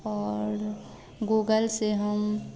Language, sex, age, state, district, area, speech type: Hindi, female, 18-30, Bihar, Madhepura, rural, spontaneous